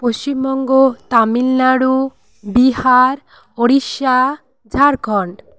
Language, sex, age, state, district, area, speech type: Bengali, female, 30-45, West Bengal, Paschim Medinipur, rural, spontaneous